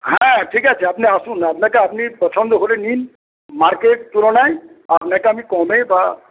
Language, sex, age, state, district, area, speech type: Bengali, male, 60+, West Bengal, Paschim Medinipur, rural, conversation